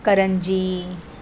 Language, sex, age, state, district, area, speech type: Marathi, female, 60+, Maharashtra, Thane, urban, spontaneous